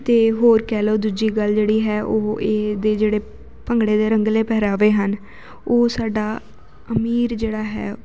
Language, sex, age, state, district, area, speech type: Punjabi, female, 18-30, Punjab, Jalandhar, urban, spontaneous